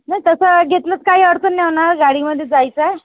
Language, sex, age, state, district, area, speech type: Marathi, female, 30-45, Maharashtra, Yavatmal, rural, conversation